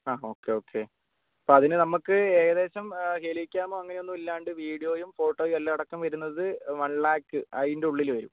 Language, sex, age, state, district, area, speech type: Malayalam, male, 18-30, Kerala, Kozhikode, urban, conversation